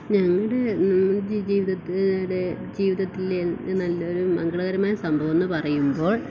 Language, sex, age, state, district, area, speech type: Malayalam, female, 30-45, Kerala, Thiruvananthapuram, rural, spontaneous